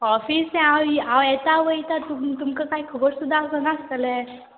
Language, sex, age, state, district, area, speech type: Goan Konkani, female, 18-30, Goa, Murmgao, rural, conversation